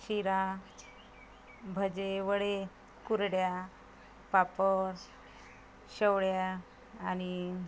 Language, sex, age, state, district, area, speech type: Marathi, other, 30-45, Maharashtra, Washim, rural, spontaneous